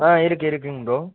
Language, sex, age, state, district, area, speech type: Tamil, male, 18-30, Tamil Nadu, Perambalur, rural, conversation